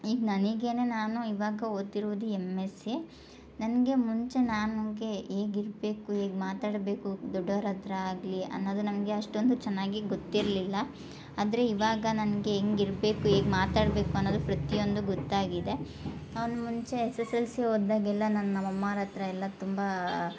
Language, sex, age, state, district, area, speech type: Kannada, female, 30-45, Karnataka, Hassan, rural, spontaneous